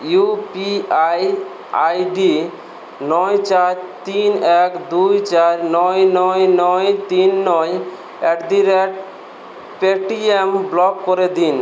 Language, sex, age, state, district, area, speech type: Bengali, male, 18-30, West Bengal, Purulia, rural, read